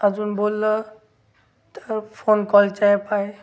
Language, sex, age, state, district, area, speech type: Marathi, male, 18-30, Maharashtra, Ahmednagar, rural, spontaneous